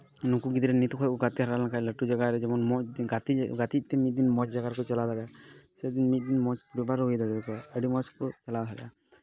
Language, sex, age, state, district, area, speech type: Santali, male, 18-30, West Bengal, Malda, rural, spontaneous